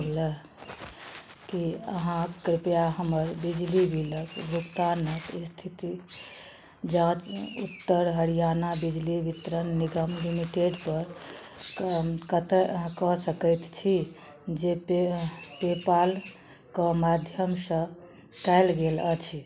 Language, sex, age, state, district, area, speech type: Maithili, female, 60+, Bihar, Madhubani, rural, read